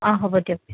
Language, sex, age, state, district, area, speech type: Assamese, female, 18-30, Assam, Kamrup Metropolitan, urban, conversation